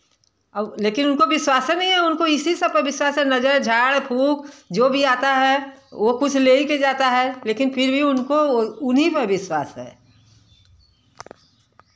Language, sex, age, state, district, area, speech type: Hindi, female, 60+, Uttar Pradesh, Varanasi, rural, spontaneous